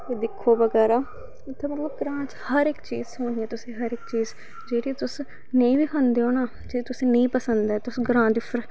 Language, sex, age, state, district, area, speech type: Dogri, female, 18-30, Jammu and Kashmir, Samba, rural, spontaneous